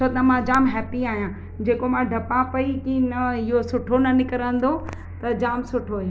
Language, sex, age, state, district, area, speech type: Sindhi, female, 30-45, Maharashtra, Mumbai Suburban, urban, spontaneous